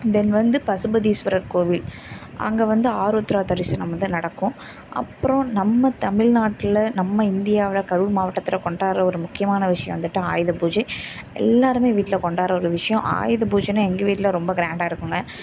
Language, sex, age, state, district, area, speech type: Tamil, female, 18-30, Tamil Nadu, Karur, rural, spontaneous